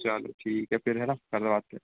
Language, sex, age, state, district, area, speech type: Hindi, male, 30-45, Madhya Pradesh, Harda, urban, conversation